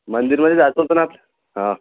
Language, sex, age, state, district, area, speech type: Marathi, male, 18-30, Maharashtra, Amravati, urban, conversation